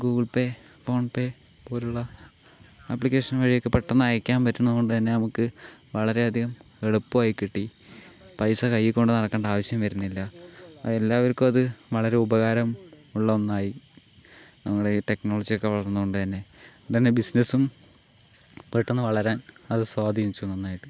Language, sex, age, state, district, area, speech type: Malayalam, male, 18-30, Kerala, Palakkad, urban, spontaneous